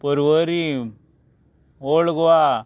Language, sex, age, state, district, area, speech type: Goan Konkani, male, 30-45, Goa, Murmgao, rural, spontaneous